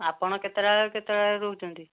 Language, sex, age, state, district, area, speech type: Odia, male, 18-30, Odisha, Kendujhar, urban, conversation